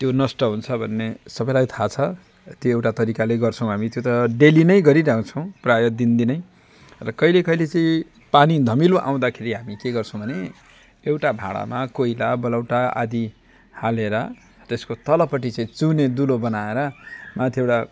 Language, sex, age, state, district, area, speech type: Nepali, male, 45-60, West Bengal, Jalpaiguri, rural, spontaneous